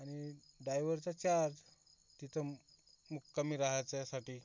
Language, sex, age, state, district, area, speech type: Marathi, male, 30-45, Maharashtra, Akola, urban, spontaneous